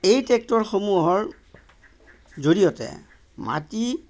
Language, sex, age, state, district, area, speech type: Assamese, male, 45-60, Assam, Darrang, rural, spontaneous